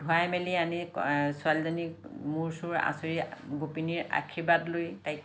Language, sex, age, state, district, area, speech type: Assamese, female, 60+, Assam, Lakhimpur, rural, spontaneous